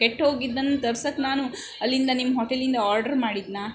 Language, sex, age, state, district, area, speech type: Kannada, female, 60+, Karnataka, Shimoga, rural, spontaneous